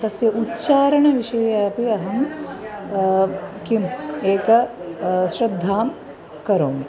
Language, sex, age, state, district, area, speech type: Sanskrit, female, 30-45, Kerala, Ernakulam, urban, spontaneous